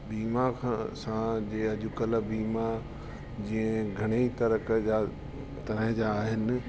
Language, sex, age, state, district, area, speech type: Sindhi, male, 60+, Uttar Pradesh, Lucknow, rural, spontaneous